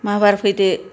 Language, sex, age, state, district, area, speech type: Bodo, female, 45-60, Assam, Kokrajhar, rural, spontaneous